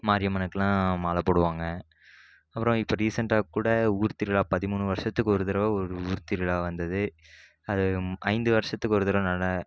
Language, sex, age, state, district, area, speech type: Tamil, male, 18-30, Tamil Nadu, Krishnagiri, rural, spontaneous